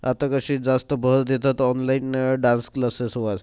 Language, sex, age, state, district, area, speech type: Marathi, male, 30-45, Maharashtra, Nagpur, rural, spontaneous